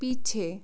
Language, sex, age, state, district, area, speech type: Hindi, female, 18-30, Madhya Pradesh, Bhopal, urban, read